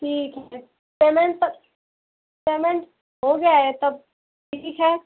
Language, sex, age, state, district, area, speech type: Hindi, female, 18-30, Uttar Pradesh, Mau, rural, conversation